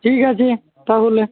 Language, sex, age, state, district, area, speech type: Bengali, male, 30-45, West Bengal, Uttar Dinajpur, urban, conversation